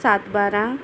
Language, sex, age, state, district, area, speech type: Marathi, female, 18-30, Maharashtra, Satara, rural, spontaneous